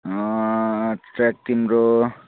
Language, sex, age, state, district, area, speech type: Nepali, male, 18-30, West Bengal, Kalimpong, rural, conversation